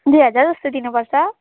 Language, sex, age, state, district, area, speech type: Nepali, female, 18-30, West Bengal, Jalpaiguri, rural, conversation